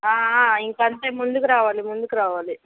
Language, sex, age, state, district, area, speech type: Telugu, female, 18-30, Andhra Pradesh, Guntur, rural, conversation